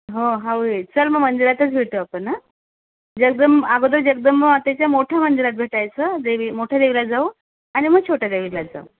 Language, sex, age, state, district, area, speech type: Marathi, female, 30-45, Maharashtra, Buldhana, urban, conversation